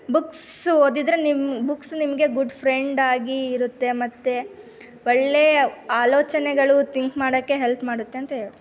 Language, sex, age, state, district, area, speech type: Kannada, female, 18-30, Karnataka, Davanagere, urban, spontaneous